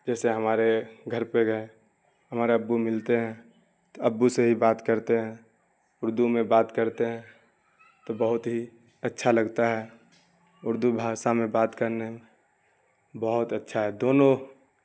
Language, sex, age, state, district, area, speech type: Urdu, male, 18-30, Bihar, Darbhanga, rural, spontaneous